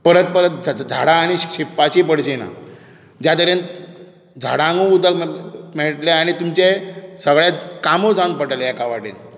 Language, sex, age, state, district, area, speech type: Goan Konkani, male, 18-30, Goa, Bardez, urban, spontaneous